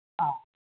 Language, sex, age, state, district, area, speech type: Assamese, female, 60+, Assam, Darrang, rural, conversation